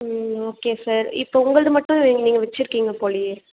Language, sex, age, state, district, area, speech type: Tamil, female, 18-30, Tamil Nadu, Chengalpattu, urban, conversation